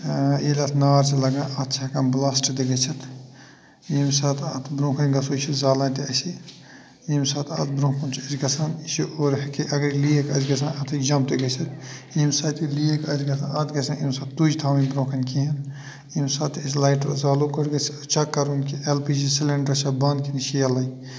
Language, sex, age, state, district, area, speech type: Kashmiri, male, 45-60, Jammu and Kashmir, Kupwara, urban, spontaneous